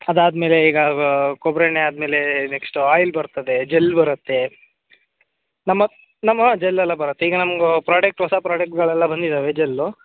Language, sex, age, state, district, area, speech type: Kannada, male, 18-30, Karnataka, Shimoga, urban, conversation